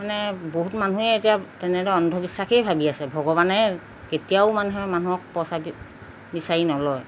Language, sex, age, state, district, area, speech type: Assamese, female, 45-60, Assam, Golaghat, urban, spontaneous